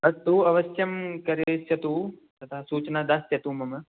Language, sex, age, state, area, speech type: Sanskrit, male, 18-30, Rajasthan, rural, conversation